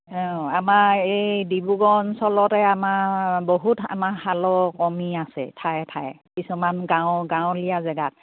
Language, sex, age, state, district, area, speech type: Assamese, female, 60+, Assam, Dibrugarh, rural, conversation